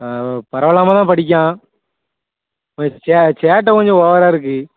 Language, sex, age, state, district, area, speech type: Tamil, male, 18-30, Tamil Nadu, Thoothukudi, rural, conversation